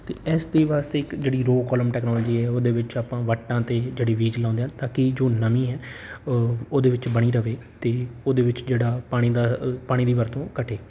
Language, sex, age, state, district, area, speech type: Punjabi, male, 18-30, Punjab, Bathinda, urban, spontaneous